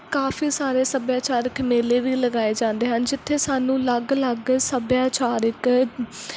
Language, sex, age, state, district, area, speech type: Punjabi, female, 18-30, Punjab, Mansa, rural, spontaneous